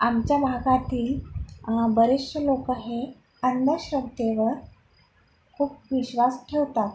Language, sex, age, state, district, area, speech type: Marathi, female, 30-45, Maharashtra, Akola, urban, spontaneous